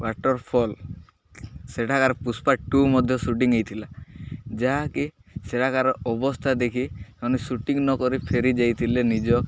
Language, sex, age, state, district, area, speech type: Odia, male, 18-30, Odisha, Malkangiri, urban, spontaneous